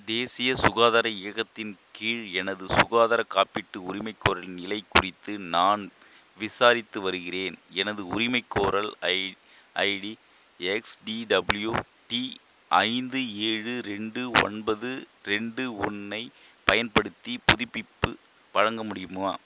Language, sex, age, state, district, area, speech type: Tamil, male, 30-45, Tamil Nadu, Chengalpattu, rural, read